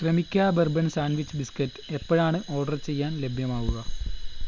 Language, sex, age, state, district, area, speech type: Malayalam, female, 18-30, Kerala, Wayanad, rural, read